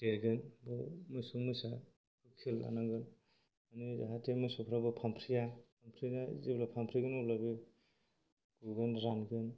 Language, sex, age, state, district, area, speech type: Bodo, male, 45-60, Assam, Kokrajhar, rural, spontaneous